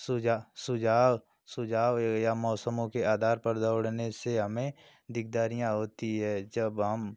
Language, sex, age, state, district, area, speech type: Hindi, male, 30-45, Uttar Pradesh, Ghazipur, rural, spontaneous